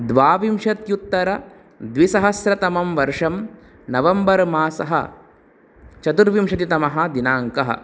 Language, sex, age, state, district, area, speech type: Sanskrit, male, 30-45, Telangana, Nizamabad, urban, spontaneous